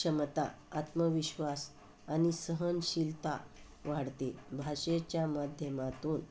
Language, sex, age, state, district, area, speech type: Marathi, female, 60+, Maharashtra, Osmanabad, rural, spontaneous